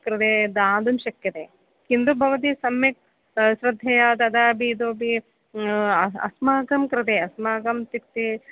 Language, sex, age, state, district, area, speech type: Sanskrit, female, 45-60, Kerala, Kollam, rural, conversation